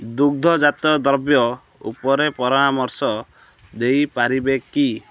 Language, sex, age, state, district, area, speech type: Odia, male, 30-45, Odisha, Kendrapara, urban, read